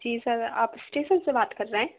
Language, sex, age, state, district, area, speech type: Hindi, female, 18-30, Madhya Pradesh, Hoshangabad, rural, conversation